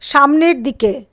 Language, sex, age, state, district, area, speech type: Bengali, female, 60+, West Bengal, Paschim Bardhaman, urban, read